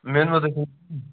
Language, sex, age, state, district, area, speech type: Kashmiri, male, 18-30, Jammu and Kashmir, Kupwara, rural, conversation